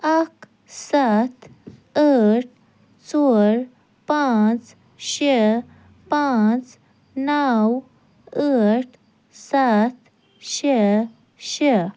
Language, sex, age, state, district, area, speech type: Kashmiri, female, 18-30, Jammu and Kashmir, Ganderbal, rural, read